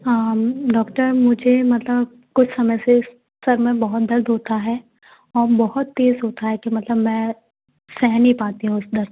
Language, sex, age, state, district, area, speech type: Hindi, female, 18-30, Madhya Pradesh, Gwalior, rural, conversation